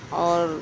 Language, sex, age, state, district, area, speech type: Urdu, female, 18-30, Uttar Pradesh, Mau, urban, spontaneous